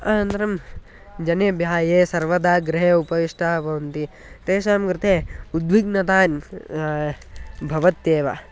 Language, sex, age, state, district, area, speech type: Sanskrit, male, 18-30, Karnataka, Tumkur, urban, spontaneous